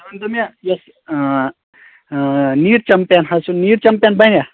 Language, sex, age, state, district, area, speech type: Kashmiri, male, 18-30, Jammu and Kashmir, Shopian, urban, conversation